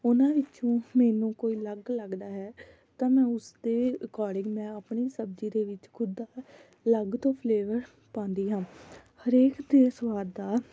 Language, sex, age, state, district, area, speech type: Punjabi, female, 18-30, Punjab, Fatehgarh Sahib, rural, spontaneous